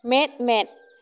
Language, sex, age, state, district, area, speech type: Santali, female, 30-45, West Bengal, Bankura, rural, read